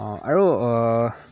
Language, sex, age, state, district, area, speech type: Assamese, male, 18-30, Assam, Dibrugarh, rural, spontaneous